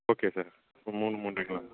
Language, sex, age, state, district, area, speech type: Tamil, male, 18-30, Tamil Nadu, Salem, rural, conversation